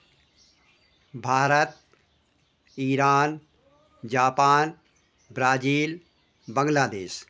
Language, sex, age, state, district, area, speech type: Hindi, male, 60+, Madhya Pradesh, Hoshangabad, urban, spontaneous